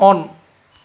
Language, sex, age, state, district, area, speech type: Assamese, male, 30-45, Assam, Charaideo, urban, read